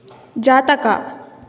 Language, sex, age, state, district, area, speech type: Kannada, female, 18-30, Karnataka, Chikkaballapur, rural, read